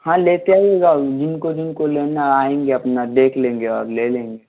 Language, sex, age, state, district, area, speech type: Hindi, male, 18-30, Bihar, Vaishali, urban, conversation